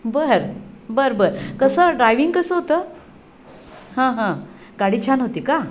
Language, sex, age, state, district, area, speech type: Marathi, female, 60+, Maharashtra, Sangli, urban, spontaneous